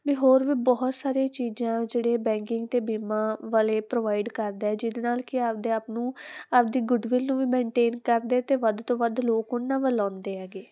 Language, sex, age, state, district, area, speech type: Punjabi, female, 18-30, Punjab, Muktsar, urban, spontaneous